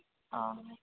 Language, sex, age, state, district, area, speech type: Odia, female, 18-30, Odisha, Subarnapur, urban, conversation